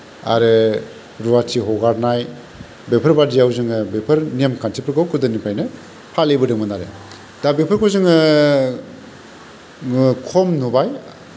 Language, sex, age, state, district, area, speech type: Bodo, male, 45-60, Assam, Kokrajhar, rural, spontaneous